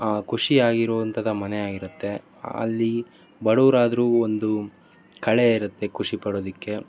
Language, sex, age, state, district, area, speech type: Kannada, male, 18-30, Karnataka, Davanagere, rural, spontaneous